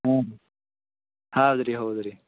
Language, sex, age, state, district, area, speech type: Kannada, male, 18-30, Karnataka, Bidar, urban, conversation